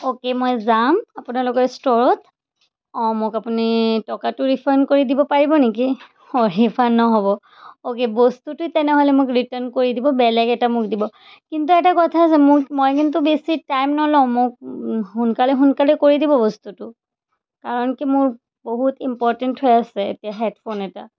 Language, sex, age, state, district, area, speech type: Assamese, female, 30-45, Assam, Charaideo, urban, spontaneous